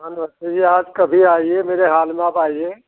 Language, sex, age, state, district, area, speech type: Hindi, male, 60+, Uttar Pradesh, Jaunpur, rural, conversation